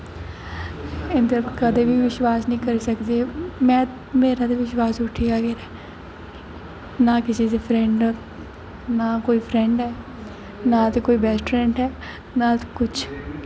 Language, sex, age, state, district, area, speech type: Dogri, female, 18-30, Jammu and Kashmir, Jammu, urban, spontaneous